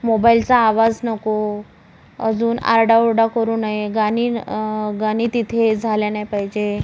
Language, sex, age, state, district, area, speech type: Marathi, female, 30-45, Maharashtra, Nagpur, urban, spontaneous